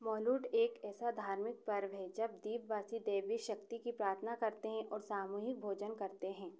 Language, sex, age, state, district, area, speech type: Hindi, female, 30-45, Madhya Pradesh, Chhindwara, urban, read